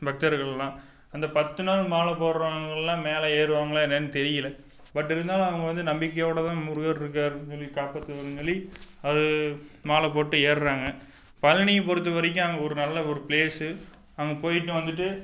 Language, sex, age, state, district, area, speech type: Tamil, male, 18-30, Tamil Nadu, Tiruppur, rural, spontaneous